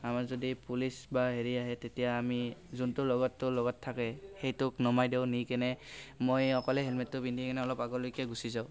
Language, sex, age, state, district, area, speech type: Assamese, male, 18-30, Assam, Barpeta, rural, spontaneous